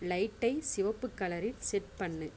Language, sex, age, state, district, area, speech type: Tamil, female, 30-45, Tamil Nadu, Dharmapuri, rural, read